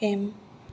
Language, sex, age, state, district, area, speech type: Bodo, female, 45-60, Assam, Kokrajhar, rural, read